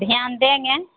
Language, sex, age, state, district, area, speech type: Hindi, female, 45-60, Bihar, Begusarai, rural, conversation